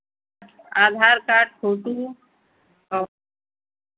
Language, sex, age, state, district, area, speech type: Hindi, female, 60+, Uttar Pradesh, Lucknow, rural, conversation